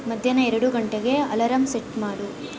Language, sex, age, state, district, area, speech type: Kannada, female, 18-30, Karnataka, Kolar, rural, read